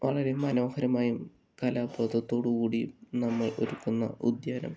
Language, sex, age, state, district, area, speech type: Malayalam, male, 60+, Kerala, Palakkad, rural, spontaneous